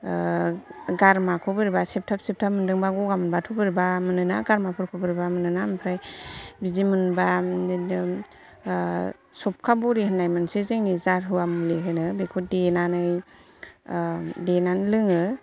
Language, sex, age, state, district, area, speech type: Bodo, female, 30-45, Assam, Kokrajhar, urban, spontaneous